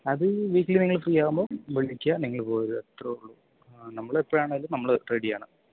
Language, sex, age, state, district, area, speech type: Malayalam, male, 18-30, Kerala, Idukki, rural, conversation